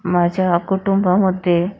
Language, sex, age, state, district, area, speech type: Marathi, female, 45-60, Maharashtra, Akola, urban, spontaneous